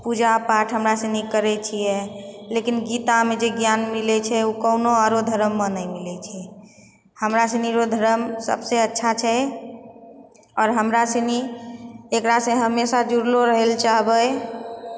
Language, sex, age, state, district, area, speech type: Maithili, female, 30-45, Bihar, Purnia, urban, spontaneous